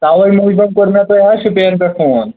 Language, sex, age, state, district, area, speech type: Kashmiri, male, 30-45, Jammu and Kashmir, Shopian, rural, conversation